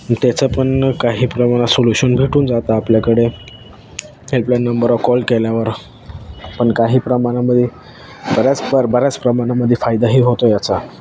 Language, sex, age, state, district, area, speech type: Marathi, male, 18-30, Maharashtra, Ahmednagar, urban, spontaneous